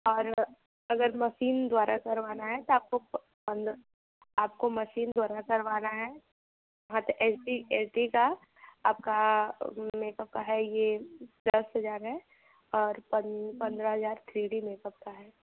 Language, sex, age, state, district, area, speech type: Hindi, female, 18-30, Uttar Pradesh, Sonbhadra, rural, conversation